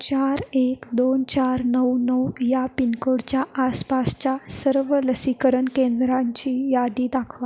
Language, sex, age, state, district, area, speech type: Marathi, female, 18-30, Maharashtra, Sangli, urban, read